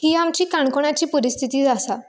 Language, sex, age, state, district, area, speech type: Goan Konkani, female, 18-30, Goa, Canacona, rural, spontaneous